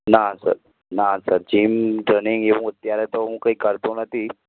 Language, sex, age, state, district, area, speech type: Gujarati, male, 18-30, Gujarat, Ahmedabad, urban, conversation